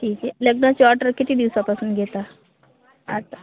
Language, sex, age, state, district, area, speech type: Marathi, female, 30-45, Maharashtra, Hingoli, urban, conversation